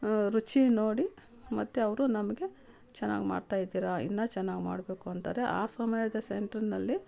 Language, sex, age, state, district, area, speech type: Kannada, female, 45-60, Karnataka, Kolar, rural, spontaneous